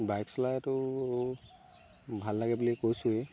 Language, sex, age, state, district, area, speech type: Assamese, male, 18-30, Assam, Sivasagar, rural, spontaneous